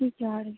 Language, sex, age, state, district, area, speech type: Hindi, female, 18-30, Bihar, Begusarai, rural, conversation